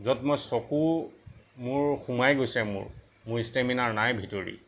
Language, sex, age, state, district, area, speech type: Assamese, male, 60+, Assam, Nagaon, rural, spontaneous